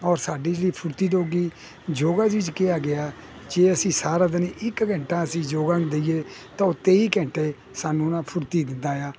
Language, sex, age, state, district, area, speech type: Punjabi, male, 60+, Punjab, Hoshiarpur, rural, spontaneous